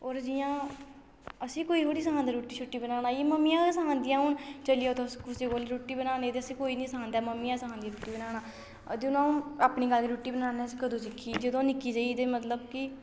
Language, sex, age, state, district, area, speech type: Dogri, female, 18-30, Jammu and Kashmir, Reasi, rural, spontaneous